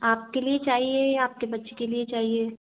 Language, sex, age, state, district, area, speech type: Hindi, female, 45-60, Madhya Pradesh, Gwalior, rural, conversation